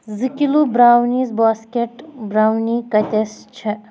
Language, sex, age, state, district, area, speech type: Kashmiri, female, 30-45, Jammu and Kashmir, Budgam, rural, read